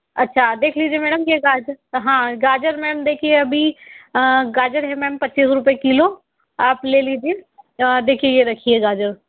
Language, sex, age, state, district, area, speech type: Hindi, female, 18-30, Madhya Pradesh, Indore, urban, conversation